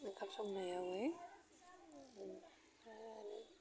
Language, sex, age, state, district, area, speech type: Bodo, female, 30-45, Assam, Udalguri, urban, spontaneous